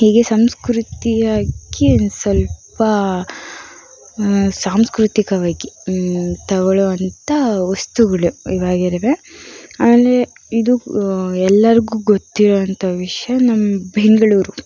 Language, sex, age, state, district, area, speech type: Kannada, female, 18-30, Karnataka, Davanagere, urban, spontaneous